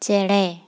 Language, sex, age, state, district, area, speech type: Santali, female, 18-30, West Bengal, Paschim Bardhaman, rural, read